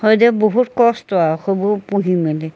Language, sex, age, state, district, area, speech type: Assamese, female, 60+, Assam, Majuli, urban, spontaneous